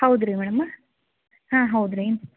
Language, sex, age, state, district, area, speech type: Kannada, female, 30-45, Karnataka, Gadag, rural, conversation